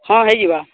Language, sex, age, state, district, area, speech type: Odia, male, 18-30, Odisha, Balangir, urban, conversation